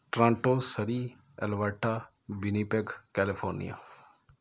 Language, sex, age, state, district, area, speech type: Punjabi, male, 30-45, Punjab, Mohali, urban, spontaneous